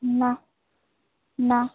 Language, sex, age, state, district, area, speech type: Bengali, female, 45-60, West Bengal, Alipurduar, rural, conversation